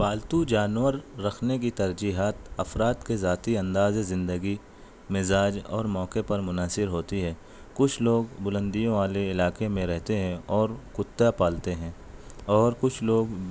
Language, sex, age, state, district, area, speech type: Urdu, male, 45-60, Maharashtra, Nashik, urban, spontaneous